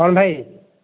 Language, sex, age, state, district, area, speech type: Odia, male, 60+, Odisha, Gajapati, rural, conversation